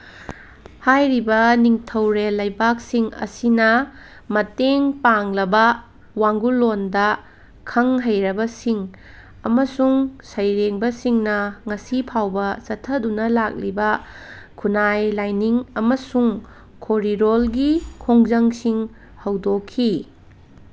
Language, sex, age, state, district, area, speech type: Manipuri, female, 30-45, Manipur, Kangpokpi, urban, read